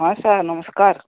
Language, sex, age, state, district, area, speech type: Odia, male, 45-60, Odisha, Nuapada, urban, conversation